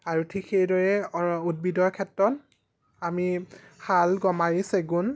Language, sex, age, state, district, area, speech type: Assamese, male, 18-30, Assam, Jorhat, urban, spontaneous